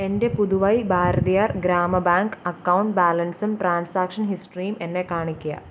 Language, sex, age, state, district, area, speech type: Malayalam, female, 18-30, Kerala, Kottayam, rural, read